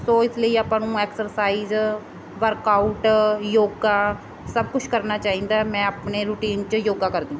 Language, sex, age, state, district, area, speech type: Punjabi, female, 30-45, Punjab, Mansa, rural, spontaneous